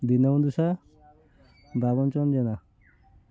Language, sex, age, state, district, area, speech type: Odia, male, 60+, Odisha, Kendujhar, urban, spontaneous